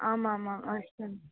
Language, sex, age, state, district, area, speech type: Sanskrit, female, 18-30, Maharashtra, Wardha, urban, conversation